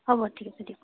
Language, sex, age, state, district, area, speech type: Assamese, female, 30-45, Assam, Lakhimpur, rural, conversation